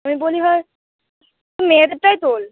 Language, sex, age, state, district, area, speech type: Bengali, female, 18-30, West Bengal, Uttar Dinajpur, urban, conversation